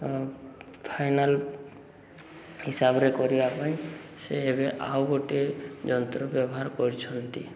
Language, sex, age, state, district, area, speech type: Odia, male, 18-30, Odisha, Subarnapur, urban, spontaneous